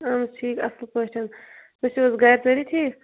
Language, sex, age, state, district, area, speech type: Kashmiri, female, 18-30, Jammu and Kashmir, Bandipora, rural, conversation